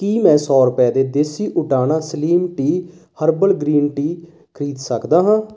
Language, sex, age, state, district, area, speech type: Punjabi, male, 18-30, Punjab, Sangrur, urban, read